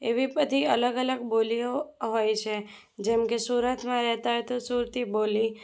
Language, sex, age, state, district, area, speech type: Gujarati, female, 18-30, Gujarat, Anand, rural, spontaneous